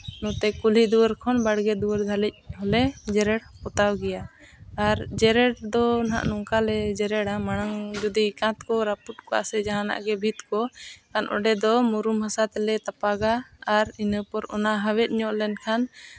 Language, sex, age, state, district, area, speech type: Santali, female, 18-30, Jharkhand, Seraikela Kharsawan, rural, spontaneous